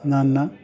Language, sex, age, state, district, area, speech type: Kannada, male, 60+, Karnataka, Chikkamagaluru, rural, spontaneous